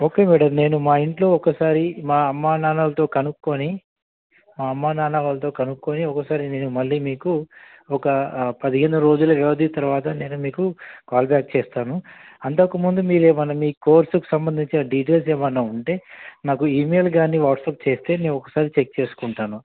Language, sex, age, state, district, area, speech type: Telugu, male, 30-45, Telangana, Nizamabad, urban, conversation